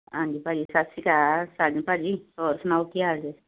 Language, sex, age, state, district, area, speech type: Punjabi, female, 30-45, Punjab, Tarn Taran, urban, conversation